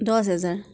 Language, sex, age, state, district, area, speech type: Assamese, female, 30-45, Assam, Nagaon, rural, spontaneous